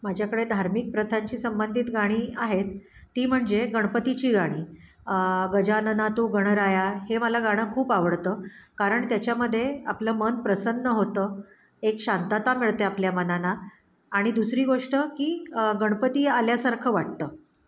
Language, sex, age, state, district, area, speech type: Marathi, female, 45-60, Maharashtra, Pune, urban, spontaneous